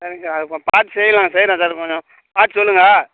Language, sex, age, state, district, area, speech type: Tamil, male, 30-45, Tamil Nadu, Kallakurichi, rural, conversation